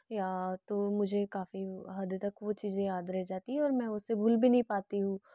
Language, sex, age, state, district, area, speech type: Hindi, female, 18-30, Madhya Pradesh, Betul, rural, spontaneous